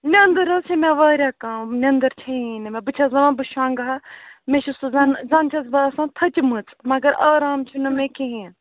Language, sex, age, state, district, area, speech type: Kashmiri, female, 45-60, Jammu and Kashmir, Srinagar, urban, conversation